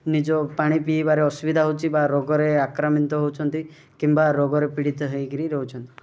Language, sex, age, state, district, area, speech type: Odia, male, 18-30, Odisha, Rayagada, rural, spontaneous